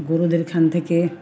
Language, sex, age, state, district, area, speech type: Bengali, female, 45-60, West Bengal, Uttar Dinajpur, urban, spontaneous